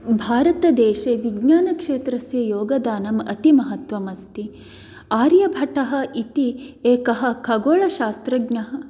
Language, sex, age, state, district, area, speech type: Sanskrit, female, 30-45, Karnataka, Dakshina Kannada, rural, spontaneous